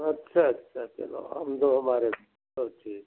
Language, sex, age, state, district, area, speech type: Hindi, male, 60+, Uttar Pradesh, Jaunpur, rural, conversation